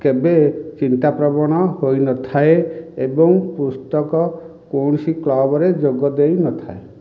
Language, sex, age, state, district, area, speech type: Odia, male, 45-60, Odisha, Dhenkanal, rural, spontaneous